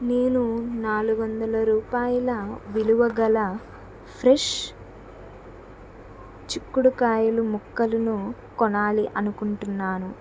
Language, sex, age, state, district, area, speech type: Telugu, female, 18-30, Andhra Pradesh, Krishna, urban, read